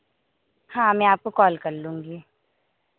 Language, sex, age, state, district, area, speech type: Hindi, female, 18-30, Madhya Pradesh, Hoshangabad, rural, conversation